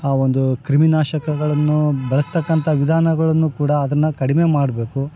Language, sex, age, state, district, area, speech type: Kannada, male, 45-60, Karnataka, Bellary, rural, spontaneous